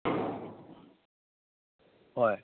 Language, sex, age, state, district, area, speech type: Manipuri, male, 18-30, Manipur, Kakching, rural, conversation